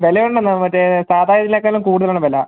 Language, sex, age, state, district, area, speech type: Malayalam, male, 18-30, Kerala, Idukki, rural, conversation